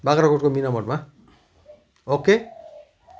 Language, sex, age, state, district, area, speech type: Nepali, male, 45-60, West Bengal, Jalpaiguri, rural, spontaneous